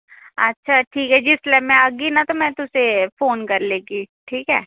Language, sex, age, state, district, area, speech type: Dogri, female, 18-30, Jammu and Kashmir, Kathua, rural, conversation